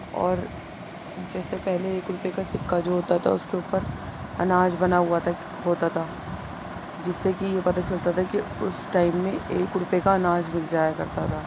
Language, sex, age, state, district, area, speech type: Urdu, female, 30-45, Delhi, Central Delhi, urban, spontaneous